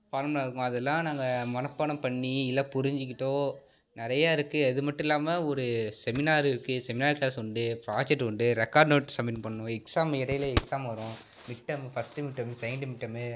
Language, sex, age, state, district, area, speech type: Tamil, male, 30-45, Tamil Nadu, Tiruvarur, urban, spontaneous